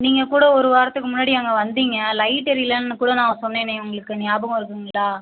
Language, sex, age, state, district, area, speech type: Tamil, female, 18-30, Tamil Nadu, Ariyalur, rural, conversation